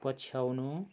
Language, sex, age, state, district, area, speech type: Nepali, male, 45-60, West Bengal, Kalimpong, rural, read